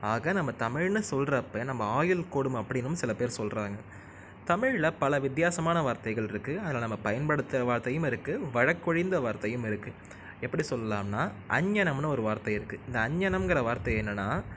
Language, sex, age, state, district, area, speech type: Tamil, male, 18-30, Tamil Nadu, Nagapattinam, rural, spontaneous